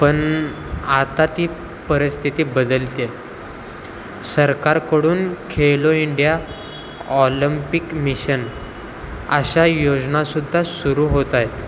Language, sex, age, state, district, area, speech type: Marathi, male, 18-30, Maharashtra, Wardha, urban, spontaneous